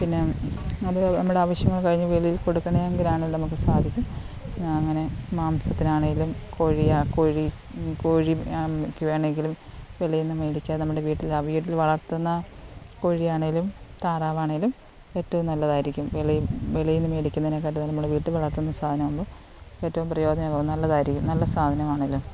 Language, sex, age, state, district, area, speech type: Malayalam, female, 30-45, Kerala, Alappuzha, rural, spontaneous